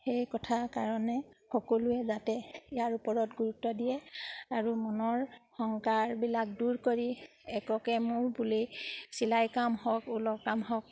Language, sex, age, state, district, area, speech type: Assamese, female, 30-45, Assam, Sivasagar, rural, spontaneous